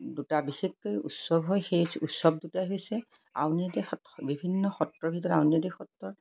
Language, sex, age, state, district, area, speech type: Assamese, female, 60+, Assam, Majuli, urban, spontaneous